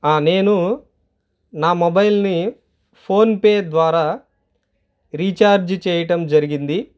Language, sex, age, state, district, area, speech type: Telugu, male, 30-45, Andhra Pradesh, Guntur, urban, spontaneous